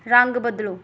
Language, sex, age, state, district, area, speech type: Punjabi, female, 30-45, Punjab, Pathankot, urban, read